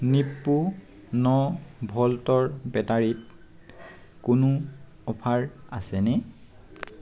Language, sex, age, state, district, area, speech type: Assamese, male, 18-30, Assam, Tinsukia, urban, read